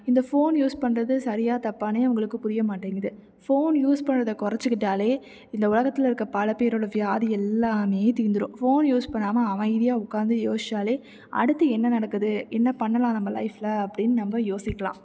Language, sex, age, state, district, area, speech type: Tamil, female, 18-30, Tamil Nadu, Tiruchirappalli, rural, spontaneous